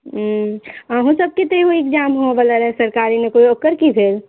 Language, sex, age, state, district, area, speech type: Maithili, female, 30-45, Bihar, Sitamarhi, urban, conversation